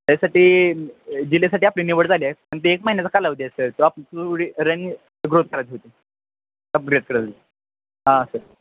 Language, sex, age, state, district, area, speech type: Marathi, male, 18-30, Maharashtra, Satara, urban, conversation